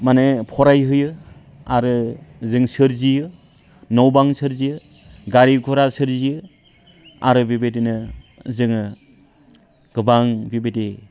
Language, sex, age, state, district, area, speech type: Bodo, male, 45-60, Assam, Udalguri, rural, spontaneous